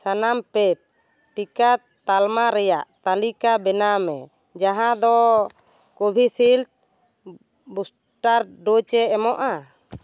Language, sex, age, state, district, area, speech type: Santali, female, 30-45, West Bengal, Bankura, rural, read